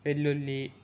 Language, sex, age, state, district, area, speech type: Telugu, male, 18-30, Telangana, Sangareddy, urban, spontaneous